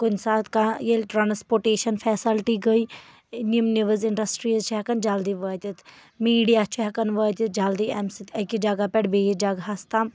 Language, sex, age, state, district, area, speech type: Kashmiri, female, 18-30, Jammu and Kashmir, Anantnag, rural, spontaneous